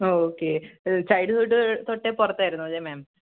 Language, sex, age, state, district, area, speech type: Malayalam, female, 18-30, Kerala, Pathanamthitta, rural, conversation